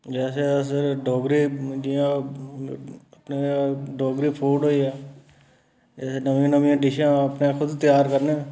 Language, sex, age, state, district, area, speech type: Dogri, male, 30-45, Jammu and Kashmir, Reasi, urban, spontaneous